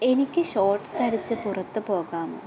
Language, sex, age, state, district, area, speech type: Malayalam, female, 18-30, Kerala, Kottayam, rural, read